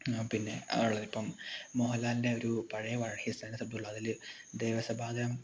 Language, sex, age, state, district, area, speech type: Malayalam, male, 18-30, Kerala, Wayanad, rural, spontaneous